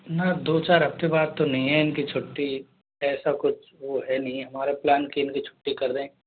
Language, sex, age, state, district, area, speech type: Hindi, male, 60+, Rajasthan, Jaipur, urban, conversation